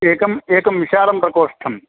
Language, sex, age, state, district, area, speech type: Sanskrit, male, 60+, Karnataka, Uttara Kannada, rural, conversation